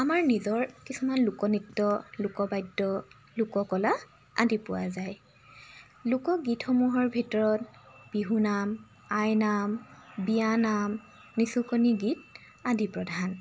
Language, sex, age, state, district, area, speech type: Assamese, female, 45-60, Assam, Tinsukia, rural, spontaneous